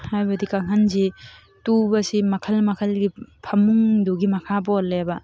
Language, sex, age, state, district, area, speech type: Manipuri, female, 18-30, Manipur, Thoubal, rural, spontaneous